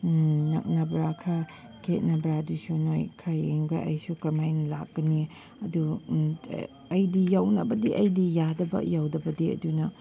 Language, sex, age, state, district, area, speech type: Manipuri, female, 30-45, Manipur, Chandel, rural, spontaneous